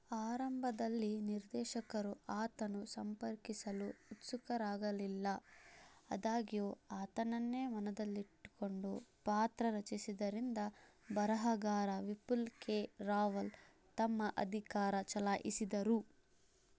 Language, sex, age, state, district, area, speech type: Kannada, female, 30-45, Karnataka, Chikkaballapur, rural, read